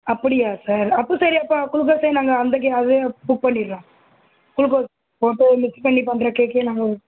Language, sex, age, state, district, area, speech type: Tamil, female, 30-45, Tamil Nadu, Tiruvallur, urban, conversation